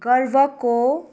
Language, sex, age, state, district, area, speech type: Nepali, female, 18-30, West Bengal, Darjeeling, rural, spontaneous